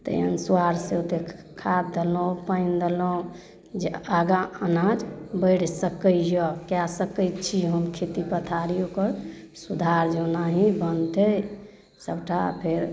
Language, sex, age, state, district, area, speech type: Maithili, female, 45-60, Bihar, Darbhanga, urban, spontaneous